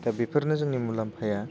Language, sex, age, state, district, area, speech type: Bodo, male, 18-30, Assam, Baksa, rural, spontaneous